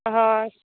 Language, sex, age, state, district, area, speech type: Tamil, female, 18-30, Tamil Nadu, Perambalur, rural, conversation